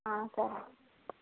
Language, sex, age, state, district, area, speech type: Telugu, female, 18-30, Andhra Pradesh, Guntur, urban, conversation